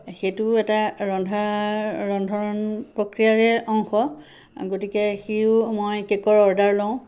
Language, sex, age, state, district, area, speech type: Assamese, female, 45-60, Assam, Sivasagar, rural, spontaneous